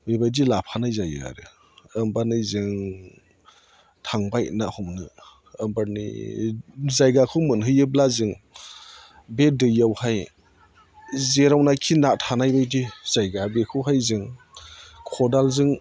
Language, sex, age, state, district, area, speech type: Bodo, male, 45-60, Assam, Chirang, rural, spontaneous